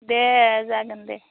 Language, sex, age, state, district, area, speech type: Bodo, female, 60+, Assam, Chirang, rural, conversation